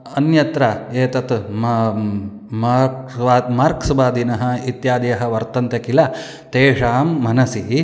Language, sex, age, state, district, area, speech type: Sanskrit, male, 45-60, Karnataka, Shimoga, rural, spontaneous